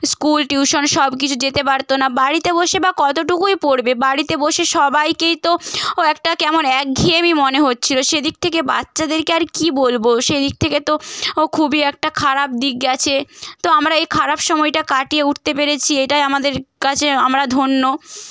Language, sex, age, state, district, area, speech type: Bengali, female, 18-30, West Bengal, Purba Medinipur, rural, spontaneous